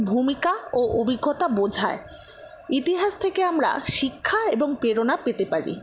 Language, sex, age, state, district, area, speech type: Bengali, female, 60+, West Bengal, Paschim Bardhaman, rural, spontaneous